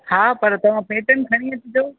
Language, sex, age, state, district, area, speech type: Sindhi, female, 45-60, Gujarat, Junagadh, rural, conversation